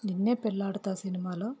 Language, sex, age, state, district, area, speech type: Telugu, female, 45-60, Telangana, Peddapalli, urban, spontaneous